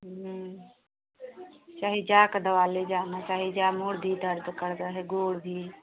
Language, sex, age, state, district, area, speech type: Hindi, female, 45-60, Uttar Pradesh, Prayagraj, rural, conversation